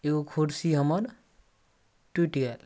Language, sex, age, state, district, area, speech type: Maithili, male, 18-30, Bihar, Darbhanga, rural, spontaneous